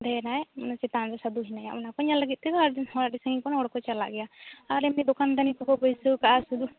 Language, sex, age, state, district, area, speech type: Santali, female, 18-30, West Bengal, Bankura, rural, conversation